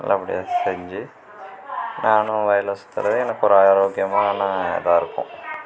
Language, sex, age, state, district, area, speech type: Tamil, male, 45-60, Tamil Nadu, Sivaganga, rural, spontaneous